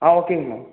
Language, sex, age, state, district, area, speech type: Tamil, male, 18-30, Tamil Nadu, Ariyalur, rural, conversation